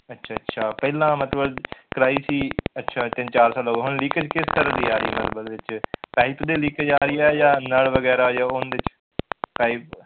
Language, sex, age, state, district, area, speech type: Punjabi, male, 18-30, Punjab, Fazilka, rural, conversation